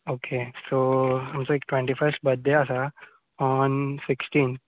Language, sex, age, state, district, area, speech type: Goan Konkani, male, 18-30, Goa, Bardez, urban, conversation